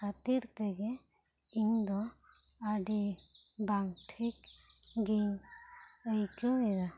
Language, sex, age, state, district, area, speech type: Santali, female, 18-30, West Bengal, Bankura, rural, spontaneous